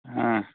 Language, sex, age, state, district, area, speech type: Hindi, male, 45-60, Uttar Pradesh, Mau, rural, conversation